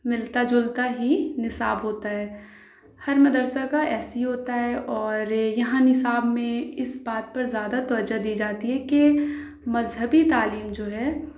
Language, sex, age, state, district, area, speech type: Urdu, female, 18-30, Delhi, South Delhi, urban, spontaneous